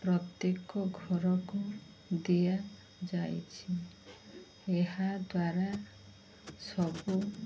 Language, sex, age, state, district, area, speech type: Odia, female, 45-60, Odisha, Koraput, urban, spontaneous